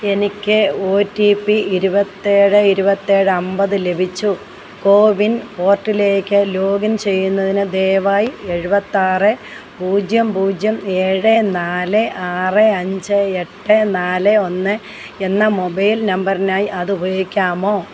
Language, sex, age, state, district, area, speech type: Malayalam, female, 60+, Kerala, Kollam, rural, read